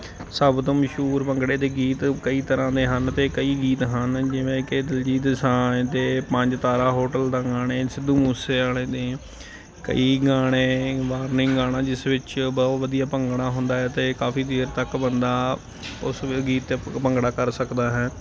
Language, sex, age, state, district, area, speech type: Punjabi, male, 18-30, Punjab, Ludhiana, urban, spontaneous